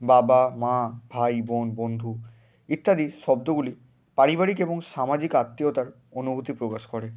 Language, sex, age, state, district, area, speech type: Bengali, male, 18-30, West Bengal, Hooghly, urban, spontaneous